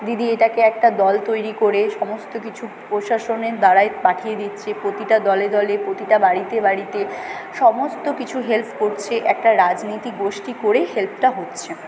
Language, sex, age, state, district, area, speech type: Bengali, female, 18-30, West Bengal, Purba Bardhaman, urban, spontaneous